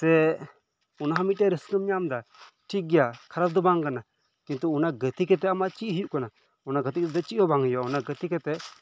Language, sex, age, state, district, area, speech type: Santali, male, 18-30, West Bengal, Birbhum, rural, spontaneous